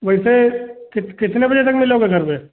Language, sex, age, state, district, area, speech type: Hindi, male, 45-60, Uttar Pradesh, Hardoi, rural, conversation